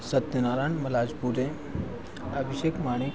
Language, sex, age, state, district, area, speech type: Hindi, male, 18-30, Madhya Pradesh, Harda, urban, spontaneous